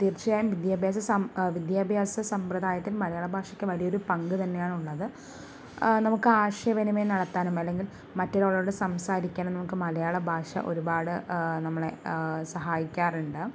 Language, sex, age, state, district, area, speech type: Malayalam, female, 18-30, Kerala, Palakkad, rural, spontaneous